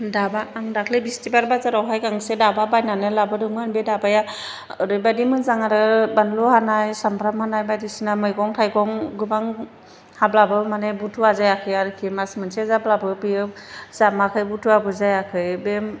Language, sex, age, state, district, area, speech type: Bodo, female, 45-60, Assam, Chirang, urban, spontaneous